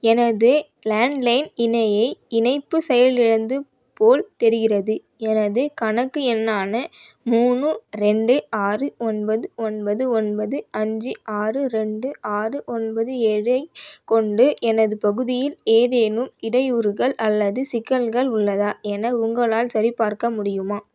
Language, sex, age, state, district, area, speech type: Tamil, female, 18-30, Tamil Nadu, Vellore, urban, read